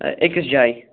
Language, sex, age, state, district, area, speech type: Kashmiri, male, 18-30, Jammu and Kashmir, Shopian, urban, conversation